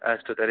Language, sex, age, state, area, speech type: Sanskrit, male, 18-30, Madhya Pradesh, rural, conversation